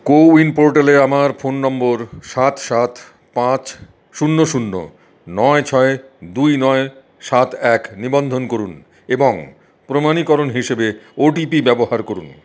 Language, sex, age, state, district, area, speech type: Bengali, male, 45-60, West Bengal, Paschim Bardhaman, urban, read